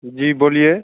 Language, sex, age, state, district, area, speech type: Hindi, male, 30-45, Bihar, Begusarai, rural, conversation